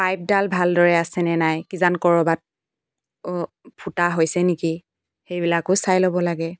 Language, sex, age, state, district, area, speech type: Assamese, female, 18-30, Assam, Tinsukia, urban, spontaneous